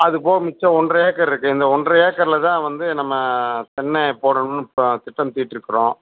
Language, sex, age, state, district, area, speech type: Tamil, male, 45-60, Tamil Nadu, Theni, rural, conversation